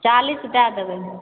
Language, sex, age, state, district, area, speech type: Maithili, female, 30-45, Bihar, Begusarai, rural, conversation